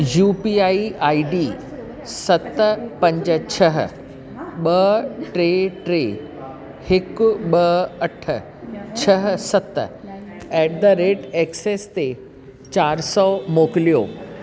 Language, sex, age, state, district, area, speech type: Sindhi, female, 60+, Delhi, South Delhi, urban, read